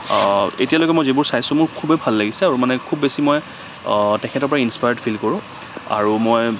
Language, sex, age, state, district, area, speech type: Assamese, male, 18-30, Assam, Kamrup Metropolitan, urban, spontaneous